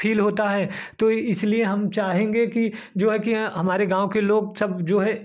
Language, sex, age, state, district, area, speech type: Hindi, male, 30-45, Uttar Pradesh, Jaunpur, rural, spontaneous